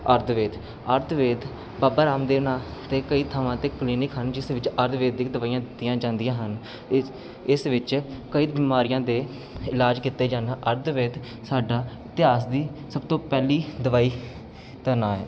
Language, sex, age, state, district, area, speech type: Punjabi, male, 30-45, Punjab, Amritsar, urban, spontaneous